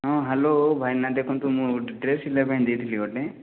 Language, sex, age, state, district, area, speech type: Odia, male, 18-30, Odisha, Rayagada, urban, conversation